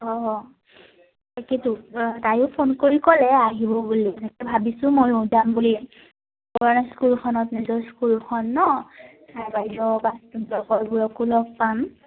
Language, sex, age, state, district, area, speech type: Assamese, female, 18-30, Assam, Udalguri, urban, conversation